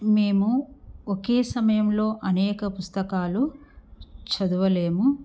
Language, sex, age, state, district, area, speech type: Telugu, female, 45-60, Andhra Pradesh, Kurnool, rural, spontaneous